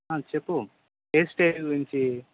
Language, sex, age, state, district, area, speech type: Telugu, male, 18-30, Andhra Pradesh, Eluru, urban, conversation